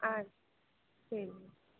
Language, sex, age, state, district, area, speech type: Tamil, female, 45-60, Tamil Nadu, Perambalur, urban, conversation